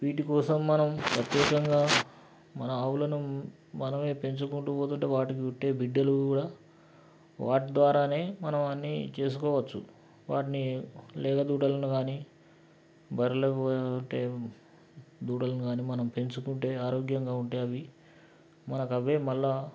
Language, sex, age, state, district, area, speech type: Telugu, male, 45-60, Telangana, Nalgonda, rural, spontaneous